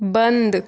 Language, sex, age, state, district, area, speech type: Hindi, female, 18-30, Madhya Pradesh, Ujjain, urban, read